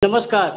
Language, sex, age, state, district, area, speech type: Hindi, male, 60+, Uttar Pradesh, Sitapur, rural, conversation